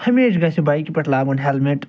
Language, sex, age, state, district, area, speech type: Kashmiri, male, 60+, Jammu and Kashmir, Srinagar, urban, spontaneous